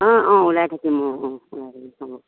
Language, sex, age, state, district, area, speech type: Assamese, female, 60+, Assam, Lakhimpur, urban, conversation